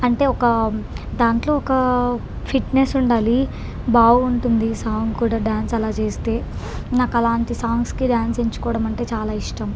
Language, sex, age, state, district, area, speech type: Telugu, female, 18-30, Andhra Pradesh, Krishna, urban, spontaneous